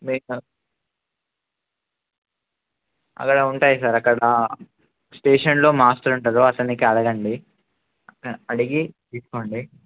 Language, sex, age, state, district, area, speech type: Telugu, male, 18-30, Telangana, Adilabad, rural, conversation